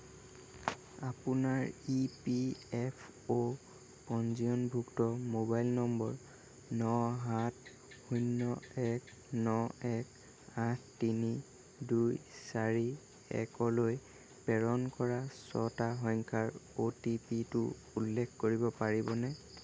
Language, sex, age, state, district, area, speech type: Assamese, male, 18-30, Assam, Lakhimpur, rural, read